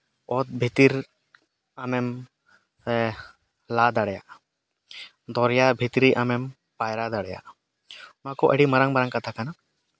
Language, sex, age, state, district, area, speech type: Santali, male, 30-45, Jharkhand, East Singhbhum, rural, spontaneous